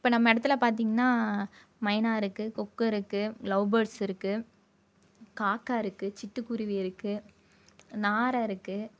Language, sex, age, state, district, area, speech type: Tamil, female, 30-45, Tamil Nadu, Coimbatore, rural, spontaneous